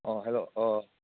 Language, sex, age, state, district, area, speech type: Manipuri, male, 30-45, Manipur, Churachandpur, rural, conversation